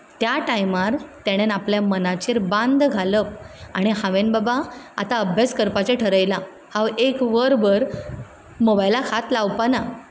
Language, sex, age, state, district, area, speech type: Goan Konkani, female, 30-45, Goa, Ponda, rural, spontaneous